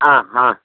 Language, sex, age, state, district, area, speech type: Malayalam, male, 60+, Kerala, Pathanamthitta, rural, conversation